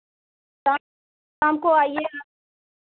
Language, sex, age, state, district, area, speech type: Hindi, female, 30-45, Uttar Pradesh, Pratapgarh, rural, conversation